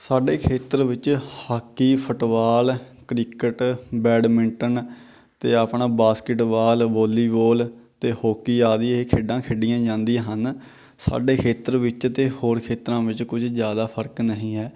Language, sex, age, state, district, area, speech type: Punjabi, male, 18-30, Punjab, Patiala, rural, spontaneous